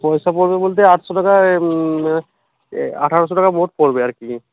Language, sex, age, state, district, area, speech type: Bengali, male, 18-30, West Bengal, Uttar Dinajpur, rural, conversation